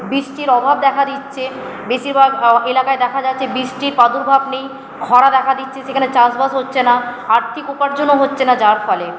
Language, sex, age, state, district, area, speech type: Bengali, female, 30-45, West Bengal, Purba Bardhaman, urban, spontaneous